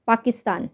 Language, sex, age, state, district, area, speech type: Nepali, female, 30-45, West Bengal, Kalimpong, rural, spontaneous